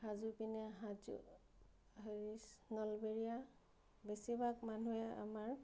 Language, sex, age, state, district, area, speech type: Assamese, female, 30-45, Assam, Udalguri, urban, spontaneous